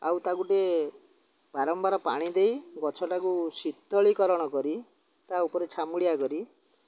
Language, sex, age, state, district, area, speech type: Odia, male, 60+, Odisha, Jagatsinghpur, rural, spontaneous